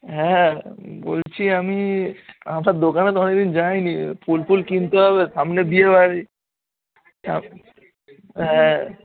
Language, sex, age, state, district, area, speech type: Bengali, male, 18-30, West Bengal, Darjeeling, rural, conversation